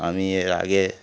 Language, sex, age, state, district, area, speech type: Bengali, male, 60+, West Bengal, Darjeeling, urban, spontaneous